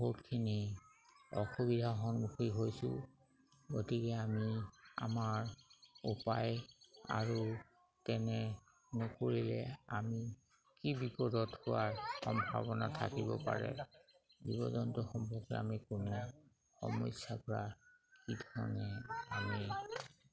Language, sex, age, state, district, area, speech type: Assamese, male, 45-60, Assam, Sivasagar, rural, spontaneous